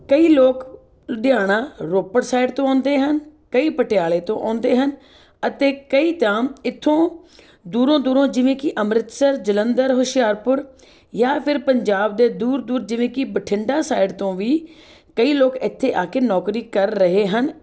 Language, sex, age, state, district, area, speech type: Punjabi, female, 45-60, Punjab, Fatehgarh Sahib, rural, spontaneous